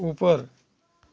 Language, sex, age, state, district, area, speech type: Hindi, male, 60+, Uttar Pradesh, Jaunpur, rural, read